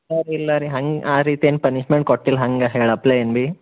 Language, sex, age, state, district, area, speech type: Kannada, male, 18-30, Karnataka, Bidar, urban, conversation